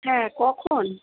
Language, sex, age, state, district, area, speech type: Bengali, female, 45-60, West Bengal, Purba Bardhaman, rural, conversation